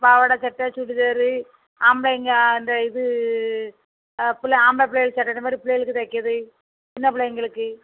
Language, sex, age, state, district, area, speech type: Tamil, female, 45-60, Tamil Nadu, Thoothukudi, rural, conversation